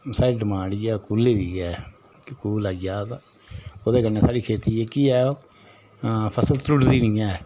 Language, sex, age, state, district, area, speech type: Dogri, male, 60+, Jammu and Kashmir, Udhampur, rural, spontaneous